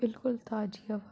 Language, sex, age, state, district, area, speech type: Dogri, female, 30-45, Jammu and Kashmir, Udhampur, rural, spontaneous